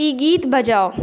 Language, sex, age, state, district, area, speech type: Maithili, other, 18-30, Bihar, Saharsa, rural, read